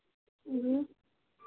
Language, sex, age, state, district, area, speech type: Hindi, female, 18-30, Bihar, Begusarai, urban, conversation